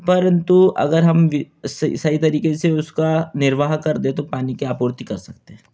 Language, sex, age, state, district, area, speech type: Hindi, male, 18-30, Madhya Pradesh, Betul, urban, spontaneous